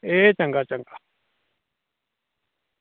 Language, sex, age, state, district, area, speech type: Dogri, male, 30-45, Jammu and Kashmir, Reasi, rural, conversation